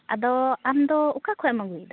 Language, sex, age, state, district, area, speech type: Santali, female, 18-30, West Bengal, Uttar Dinajpur, rural, conversation